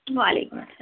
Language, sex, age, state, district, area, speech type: Urdu, female, 30-45, Uttar Pradesh, Lucknow, urban, conversation